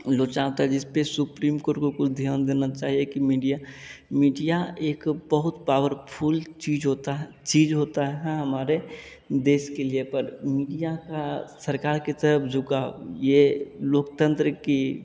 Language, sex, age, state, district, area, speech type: Hindi, male, 18-30, Bihar, Begusarai, rural, spontaneous